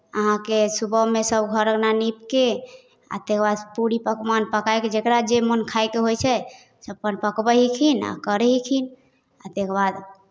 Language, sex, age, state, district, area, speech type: Maithili, female, 18-30, Bihar, Samastipur, rural, spontaneous